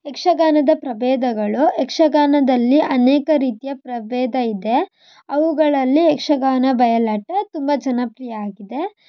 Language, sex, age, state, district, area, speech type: Kannada, female, 18-30, Karnataka, Shimoga, rural, spontaneous